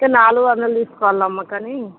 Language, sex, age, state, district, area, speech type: Telugu, female, 30-45, Telangana, Mancherial, rural, conversation